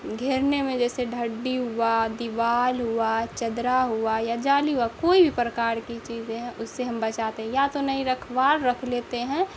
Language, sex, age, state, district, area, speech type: Urdu, female, 18-30, Bihar, Saharsa, rural, spontaneous